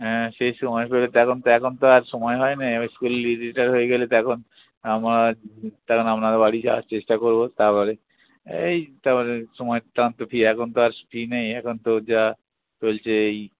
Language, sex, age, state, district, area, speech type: Bengali, male, 45-60, West Bengal, Hooghly, rural, conversation